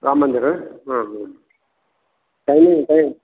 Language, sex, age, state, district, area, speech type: Kannada, male, 60+, Karnataka, Gulbarga, urban, conversation